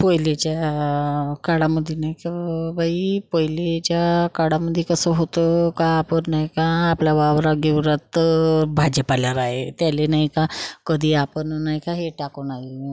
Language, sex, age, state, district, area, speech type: Marathi, female, 30-45, Maharashtra, Wardha, rural, spontaneous